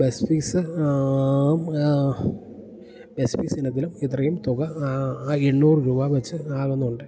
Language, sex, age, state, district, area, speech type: Malayalam, male, 30-45, Kerala, Idukki, rural, spontaneous